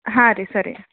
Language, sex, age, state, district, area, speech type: Kannada, female, 30-45, Karnataka, Koppal, rural, conversation